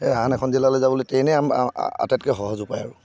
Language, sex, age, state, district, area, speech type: Assamese, male, 60+, Assam, Charaideo, urban, spontaneous